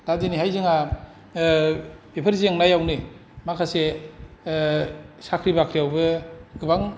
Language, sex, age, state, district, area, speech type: Bodo, male, 45-60, Assam, Kokrajhar, urban, spontaneous